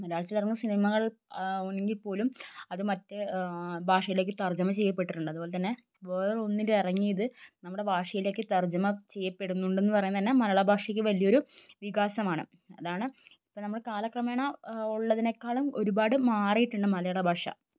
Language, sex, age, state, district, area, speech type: Malayalam, female, 18-30, Kerala, Wayanad, rural, spontaneous